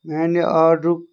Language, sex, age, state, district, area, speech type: Kashmiri, other, 45-60, Jammu and Kashmir, Bandipora, rural, read